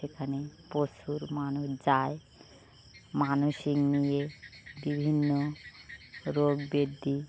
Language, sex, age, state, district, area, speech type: Bengali, female, 45-60, West Bengal, Birbhum, urban, spontaneous